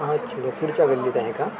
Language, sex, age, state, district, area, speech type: Marathi, male, 18-30, Maharashtra, Sindhudurg, rural, spontaneous